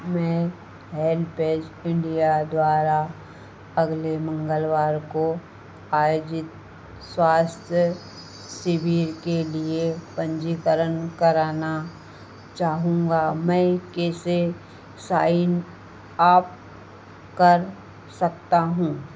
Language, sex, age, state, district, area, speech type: Hindi, female, 60+, Madhya Pradesh, Harda, urban, read